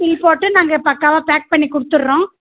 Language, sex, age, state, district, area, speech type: Tamil, female, 30-45, Tamil Nadu, Dharmapuri, rural, conversation